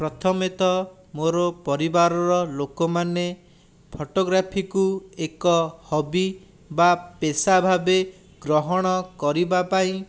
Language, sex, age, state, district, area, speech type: Odia, male, 30-45, Odisha, Bhadrak, rural, spontaneous